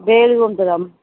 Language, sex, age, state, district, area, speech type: Telugu, female, 30-45, Telangana, Mancherial, rural, conversation